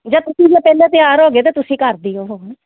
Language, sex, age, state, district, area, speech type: Punjabi, female, 45-60, Punjab, Amritsar, urban, conversation